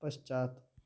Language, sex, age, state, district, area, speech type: Sanskrit, male, 18-30, Karnataka, Bagalkot, rural, read